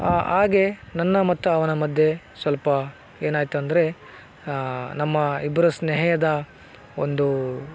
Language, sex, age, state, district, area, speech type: Kannada, male, 18-30, Karnataka, Koppal, rural, spontaneous